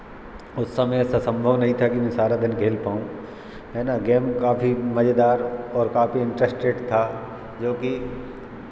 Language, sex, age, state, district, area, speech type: Hindi, male, 30-45, Madhya Pradesh, Hoshangabad, rural, spontaneous